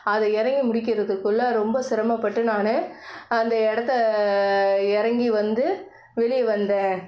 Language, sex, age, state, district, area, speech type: Tamil, female, 45-60, Tamil Nadu, Cuddalore, rural, spontaneous